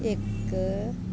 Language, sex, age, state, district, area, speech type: Punjabi, female, 60+, Punjab, Muktsar, urban, read